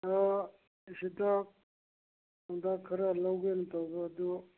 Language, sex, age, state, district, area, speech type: Manipuri, male, 60+, Manipur, Churachandpur, urban, conversation